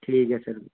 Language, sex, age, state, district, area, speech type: Dogri, male, 18-30, Jammu and Kashmir, Udhampur, rural, conversation